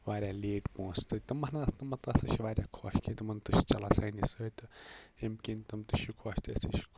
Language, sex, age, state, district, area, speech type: Kashmiri, male, 18-30, Jammu and Kashmir, Kupwara, rural, spontaneous